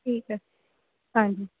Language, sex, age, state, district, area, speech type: Punjabi, female, 18-30, Punjab, Shaheed Bhagat Singh Nagar, rural, conversation